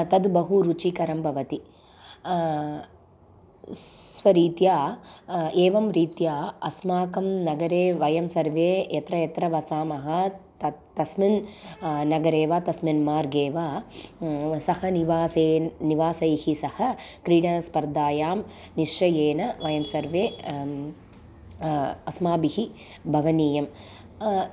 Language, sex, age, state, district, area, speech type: Sanskrit, female, 30-45, Tamil Nadu, Chennai, urban, spontaneous